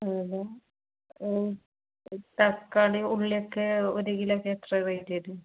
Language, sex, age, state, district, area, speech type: Malayalam, female, 18-30, Kerala, Palakkad, rural, conversation